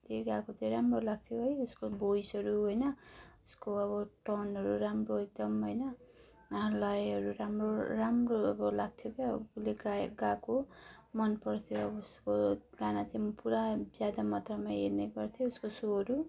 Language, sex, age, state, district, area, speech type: Nepali, female, 30-45, West Bengal, Jalpaiguri, rural, spontaneous